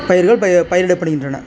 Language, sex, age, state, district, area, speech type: Tamil, male, 30-45, Tamil Nadu, Ariyalur, rural, spontaneous